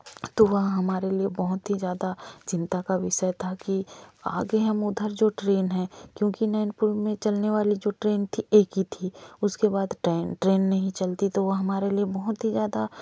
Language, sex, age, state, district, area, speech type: Hindi, female, 60+, Madhya Pradesh, Bhopal, rural, spontaneous